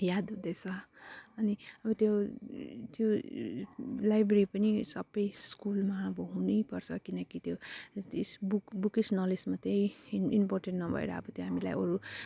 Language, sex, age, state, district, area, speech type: Nepali, female, 30-45, West Bengal, Jalpaiguri, urban, spontaneous